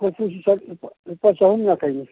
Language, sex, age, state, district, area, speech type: Manipuri, male, 60+, Manipur, Imphal East, urban, conversation